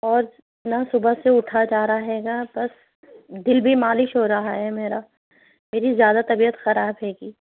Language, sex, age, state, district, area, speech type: Urdu, female, 45-60, Uttar Pradesh, Rampur, urban, conversation